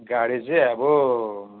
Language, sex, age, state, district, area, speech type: Nepali, male, 45-60, West Bengal, Jalpaiguri, urban, conversation